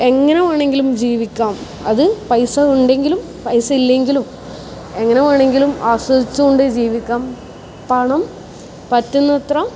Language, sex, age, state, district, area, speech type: Malayalam, female, 18-30, Kerala, Kasaragod, urban, spontaneous